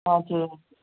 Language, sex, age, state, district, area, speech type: Nepali, female, 18-30, West Bengal, Darjeeling, rural, conversation